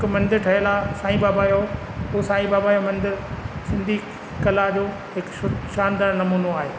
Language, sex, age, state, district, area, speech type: Sindhi, male, 45-60, Rajasthan, Ajmer, urban, spontaneous